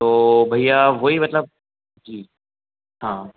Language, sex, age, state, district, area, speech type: Hindi, male, 18-30, Madhya Pradesh, Jabalpur, urban, conversation